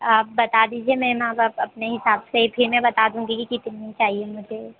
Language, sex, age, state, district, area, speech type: Hindi, female, 18-30, Madhya Pradesh, Harda, urban, conversation